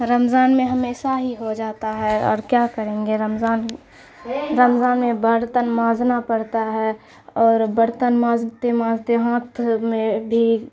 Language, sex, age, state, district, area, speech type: Urdu, female, 18-30, Bihar, Khagaria, rural, spontaneous